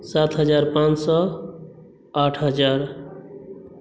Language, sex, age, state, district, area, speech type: Maithili, male, 18-30, Bihar, Madhubani, rural, spontaneous